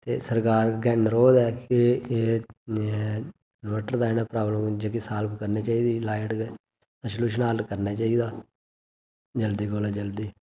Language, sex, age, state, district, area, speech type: Dogri, male, 30-45, Jammu and Kashmir, Reasi, urban, spontaneous